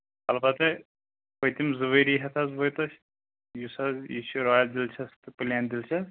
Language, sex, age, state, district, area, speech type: Kashmiri, male, 18-30, Jammu and Kashmir, Anantnag, rural, conversation